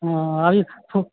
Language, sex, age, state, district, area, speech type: Maithili, male, 60+, Bihar, Purnia, rural, conversation